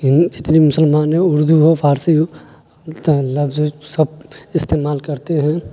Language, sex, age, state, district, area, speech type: Urdu, male, 30-45, Bihar, Khagaria, rural, spontaneous